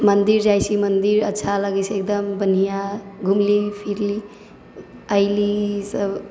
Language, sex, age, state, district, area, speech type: Maithili, female, 18-30, Bihar, Sitamarhi, rural, spontaneous